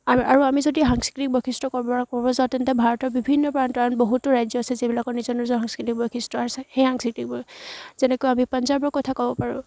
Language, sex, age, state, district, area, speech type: Assamese, female, 18-30, Assam, Charaideo, rural, spontaneous